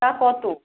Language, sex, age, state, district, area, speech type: Bengali, female, 45-60, West Bengal, Howrah, urban, conversation